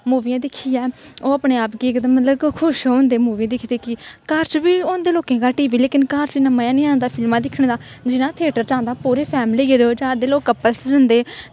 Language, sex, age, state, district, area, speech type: Dogri, female, 18-30, Jammu and Kashmir, Kathua, rural, spontaneous